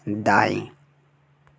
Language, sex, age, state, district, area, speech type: Hindi, male, 18-30, Madhya Pradesh, Jabalpur, urban, read